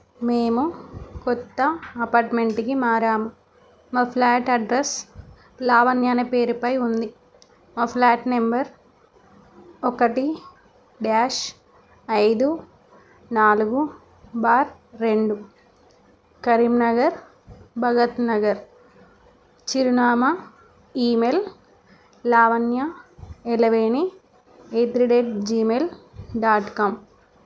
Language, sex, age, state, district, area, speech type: Telugu, female, 30-45, Telangana, Karimnagar, rural, spontaneous